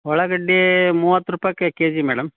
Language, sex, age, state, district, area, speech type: Kannada, male, 60+, Karnataka, Koppal, rural, conversation